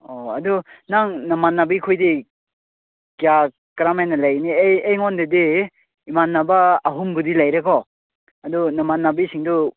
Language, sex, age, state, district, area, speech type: Manipuri, male, 18-30, Manipur, Chandel, rural, conversation